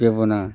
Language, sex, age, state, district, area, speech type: Bodo, male, 60+, Assam, Udalguri, rural, spontaneous